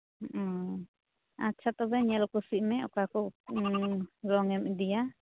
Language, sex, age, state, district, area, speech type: Santali, female, 18-30, West Bengal, Uttar Dinajpur, rural, conversation